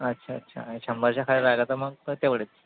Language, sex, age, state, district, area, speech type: Marathi, male, 18-30, Maharashtra, Yavatmal, rural, conversation